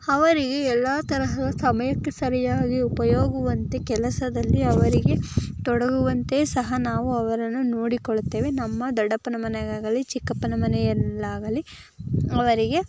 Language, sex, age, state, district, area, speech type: Kannada, female, 18-30, Karnataka, Chitradurga, rural, spontaneous